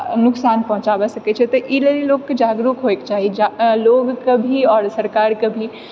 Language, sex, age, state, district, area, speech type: Maithili, female, 30-45, Bihar, Purnia, urban, spontaneous